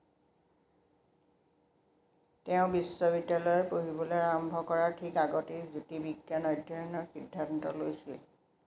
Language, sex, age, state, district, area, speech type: Assamese, female, 45-60, Assam, Jorhat, urban, read